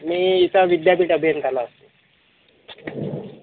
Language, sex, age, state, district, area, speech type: Marathi, male, 30-45, Maharashtra, Akola, urban, conversation